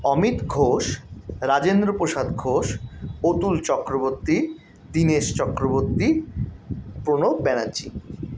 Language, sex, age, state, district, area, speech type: Bengali, male, 30-45, West Bengal, Paschim Bardhaman, urban, spontaneous